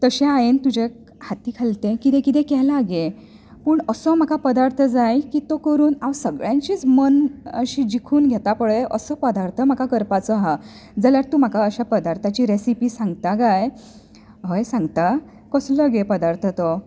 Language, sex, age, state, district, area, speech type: Goan Konkani, female, 30-45, Goa, Bardez, rural, spontaneous